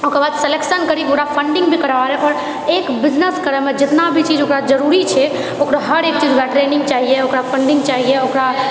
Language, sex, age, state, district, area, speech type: Maithili, female, 18-30, Bihar, Purnia, rural, spontaneous